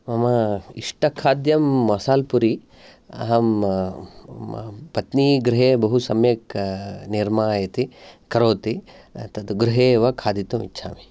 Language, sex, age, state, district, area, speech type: Sanskrit, male, 30-45, Karnataka, Chikkamagaluru, urban, spontaneous